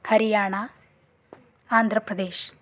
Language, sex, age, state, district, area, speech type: Kannada, female, 30-45, Karnataka, Bidar, rural, spontaneous